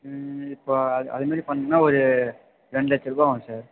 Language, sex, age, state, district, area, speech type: Tamil, male, 18-30, Tamil Nadu, Ranipet, urban, conversation